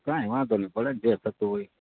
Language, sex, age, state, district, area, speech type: Gujarati, male, 30-45, Gujarat, Morbi, rural, conversation